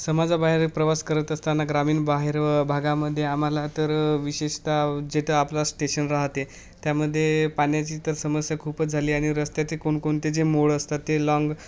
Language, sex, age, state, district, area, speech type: Marathi, male, 18-30, Maharashtra, Gadchiroli, rural, spontaneous